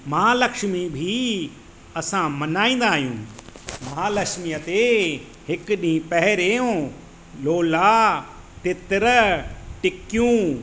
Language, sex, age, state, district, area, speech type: Sindhi, male, 45-60, Madhya Pradesh, Katni, urban, spontaneous